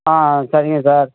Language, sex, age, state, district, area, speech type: Tamil, male, 60+, Tamil Nadu, Thanjavur, rural, conversation